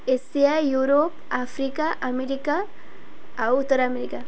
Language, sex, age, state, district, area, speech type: Odia, female, 18-30, Odisha, Ganjam, urban, spontaneous